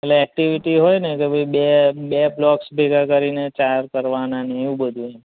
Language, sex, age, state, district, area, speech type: Gujarati, male, 30-45, Gujarat, Anand, rural, conversation